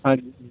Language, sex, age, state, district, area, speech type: Punjabi, male, 18-30, Punjab, Hoshiarpur, rural, conversation